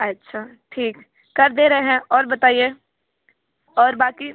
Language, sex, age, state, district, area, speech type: Hindi, female, 30-45, Uttar Pradesh, Sonbhadra, rural, conversation